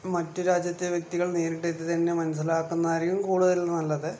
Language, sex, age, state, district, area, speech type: Malayalam, male, 30-45, Kerala, Palakkad, rural, spontaneous